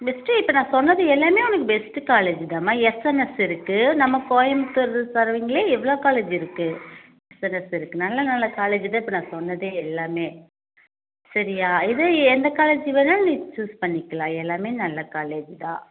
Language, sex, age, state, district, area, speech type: Tamil, female, 45-60, Tamil Nadu, Coimbatore, rural, conversation